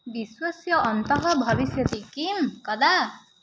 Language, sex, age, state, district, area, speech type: Sanskrit, female, 18-30, Odisha, Nayagarh, rural, read